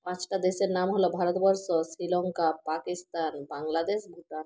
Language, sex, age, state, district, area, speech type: Bengali, female, 30-45, West Bengal, Jalpaiguri, rural, spontaneous